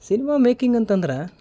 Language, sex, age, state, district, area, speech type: Kannada, male, 30-45, Karnataka, Gulbarga, urban, spontaneous